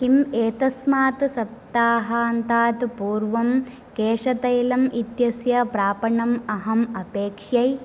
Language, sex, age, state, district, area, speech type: Sanskrit, female, 18-30, Karnataka, Uttara Kannada, urban, read